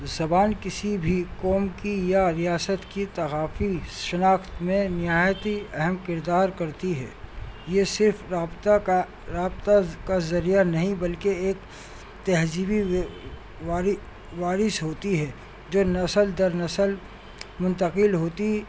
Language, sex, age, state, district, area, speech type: Urdu, male, 45-60, Delhi, New Delhi, urban, spontaneous